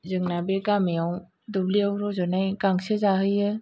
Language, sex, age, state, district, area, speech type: Bodo, female, 45-60, Assam, Kokrajhar, urban, spontaneous